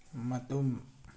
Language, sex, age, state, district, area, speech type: Manipuri, male, 18-30, Manipur, Tengnoupal, rural, read